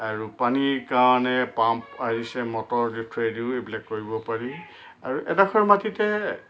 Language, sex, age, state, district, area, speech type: Assamese, male, 60+, Assam, Lakhimpur, urban, spontaneous